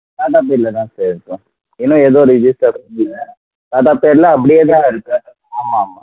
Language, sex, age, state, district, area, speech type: Tamil, male, 30-45, Tamil Nadu, Krishnagiri, rural, conversation